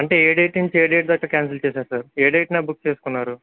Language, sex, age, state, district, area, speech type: Telugu, male, 18-30, Andhra Pradesh, N T Rama Rao, urban, conversation